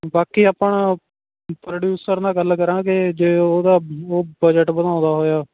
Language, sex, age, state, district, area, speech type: Punjabi, male, 18-30, Punjab, Ludhiana, rural, conversation